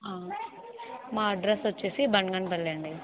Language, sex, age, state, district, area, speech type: Telugu, female, 18-30, Andhra Pradesh, Nandyal, rural, conversation